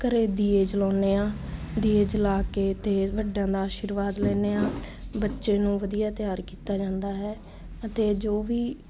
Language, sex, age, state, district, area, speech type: Punjabi, female, 18-30, Punjab, Muktsar, urban, spontaneous